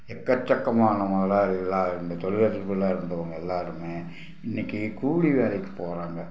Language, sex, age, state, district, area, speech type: Tamil, male, 60+, Tamil Nadu, Tiruppur, rural, spontaneous